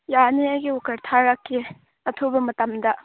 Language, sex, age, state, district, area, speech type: Manipuri, female, 18-30, Manipur, Chandel, rural, conversation